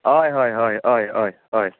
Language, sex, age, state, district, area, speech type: Goan Konkani, male, 30-45, Goa, Canacona, rural, conversation